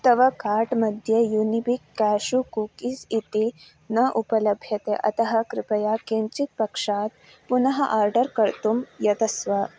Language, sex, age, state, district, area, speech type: Sanskrit, female, 18-30, Karnataka, Uttara Kannada, rural, read